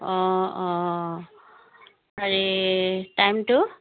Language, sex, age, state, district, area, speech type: Assamese, female, 45-60, Assam, Dibrugarh, rural, conversation